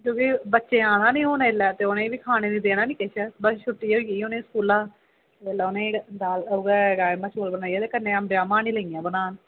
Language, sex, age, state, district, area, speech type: Dogri, female, 18-30, Jammu and Kashmir, Kathua, rural, conversation